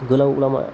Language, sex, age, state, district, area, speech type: Bodo, male, 30-45, Assam, Kokrajhar, rural, spontaneous